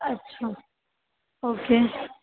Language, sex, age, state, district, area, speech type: Urdu, female, 18-30, Uttar Pradesh, Gautam Buddha Nagar, rural, conversation